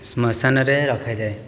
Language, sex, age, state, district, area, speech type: Odia, male, 30-45, Odisha, Jajpur, rural, spontaneous